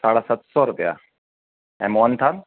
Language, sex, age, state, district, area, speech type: Sindhi, male, 45-60, Gujarat, Kutch, rural, conversation